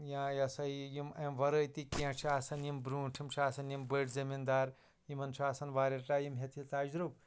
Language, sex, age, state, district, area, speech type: Kashmiri, male, 30-45, Jammu and Kashmir, Anantnag, rural, spontaneous